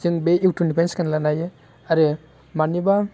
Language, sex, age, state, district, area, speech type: Bodo, male, 18-30, Assam, Baksa, rural, spontaneous